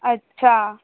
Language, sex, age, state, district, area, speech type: Hindi, female, 18-30, Madhya Pradesh, Seoni, urban, conversation